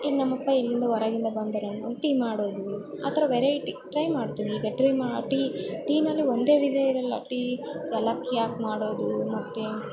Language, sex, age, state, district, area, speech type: Kannada, female, 18-30, Karnataka, Bellary, rural, spontaneous